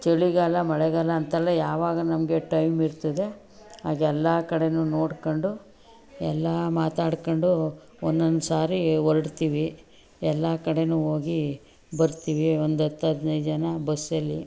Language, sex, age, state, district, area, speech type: Kannada, female, 60+, Karnataka, Mandya, urban, spontaneous